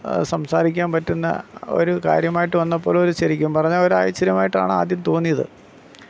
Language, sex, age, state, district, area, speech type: Malayalam, male, 45-60, Kerala, Alappuzha, rural, spontaneous